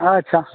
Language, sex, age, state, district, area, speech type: Maithili, male, 60+, Bihar, Madhepura, rural, conversation